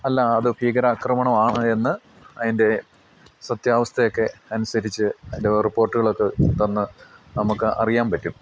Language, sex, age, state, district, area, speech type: Malayalam, male, 45-60, Kerala, Idukki, rural, spontaneous